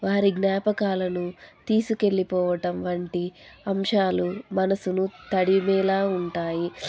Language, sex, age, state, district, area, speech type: Telugu, female, 18-30, Andhra Pradesh, Anantapur, rural, spontaneous